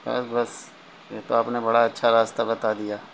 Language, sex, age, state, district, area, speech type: Urdu, male, 45-60, Bihar, Gaya, urban, spontaneous